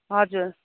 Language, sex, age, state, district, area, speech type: Nepali, female, 30-45, West Bengal, Darjeeling, rural, conversation